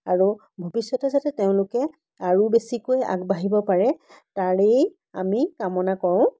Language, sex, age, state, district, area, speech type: Assamese, female, 30-45, Assam, Biswanath, rural, spontaneous